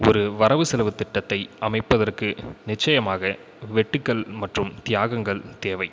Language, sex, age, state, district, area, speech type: Tamil, male, 18-30, Tamil Nadu, Viluppuram, urban, read